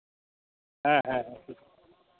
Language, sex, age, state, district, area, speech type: Santali, male, 45-60, Jharkhand, East Singhbhum, rural, conversation